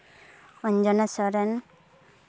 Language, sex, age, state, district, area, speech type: Santali, female, 18-30, West Bengal, Purulia, rural, spontaneous